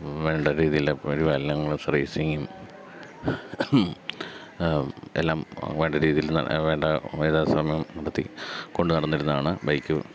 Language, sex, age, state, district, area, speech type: Malayalam, male, 30-45, Kerala, Pathanamthitta, urban, spontaneous